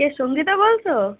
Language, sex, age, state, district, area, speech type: Bengali, female, 18-30, West Bengal, South 24 Parganas, urban, conversation